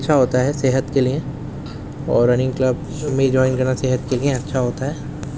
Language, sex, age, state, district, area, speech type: Urdu, male, 18-30, Delhi, Central Delhi, urban, spontaneous